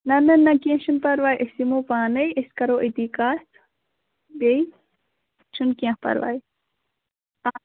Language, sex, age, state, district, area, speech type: Kashmiri, female, 18-30, Jammu and Kashmir, Pulwama, rural, conversation